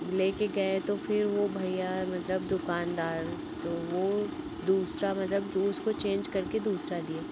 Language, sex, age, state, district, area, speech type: Hindi, female, 18-30, Uttar Pradesh, Pratapgarh, rural, spontaneous